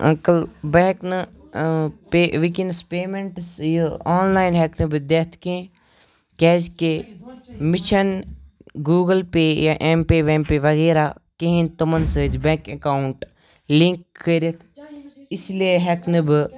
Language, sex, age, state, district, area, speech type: Kashmiri, male, 18-30, Jammu and Kashmir, Kupwara, rural, spontaneous